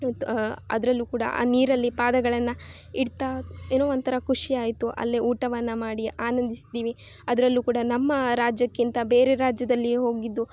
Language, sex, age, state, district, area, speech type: Kannada, female, 18-30, Karnataka, Uttara Kannada, rural, spontaneous